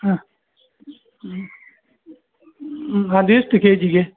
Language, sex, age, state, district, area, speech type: Kannada, male, 60+, Karnataka, Dakshina Kannada, rural, conversation